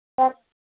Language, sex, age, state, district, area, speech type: Manipuri, female, 45-60, Manipur, Churachandpur, urban, conversation